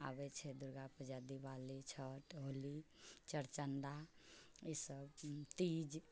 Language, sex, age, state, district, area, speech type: Maithili, female, 45-60, Bihar, Purnia, urban, spontaneous